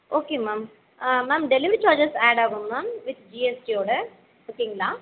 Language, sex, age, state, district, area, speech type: Tamil, female, 30-45, Tamil Nadu, Ranipet, rural, conversation